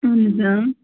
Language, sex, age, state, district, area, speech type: Kashmiri, female, 18-30, Jammu and Kashmir, Budgam, rural, conversation